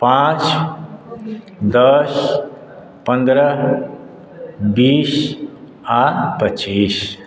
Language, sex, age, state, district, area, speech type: Maithili, male, 60+, Bihar, Madhubani, rural, spontaneous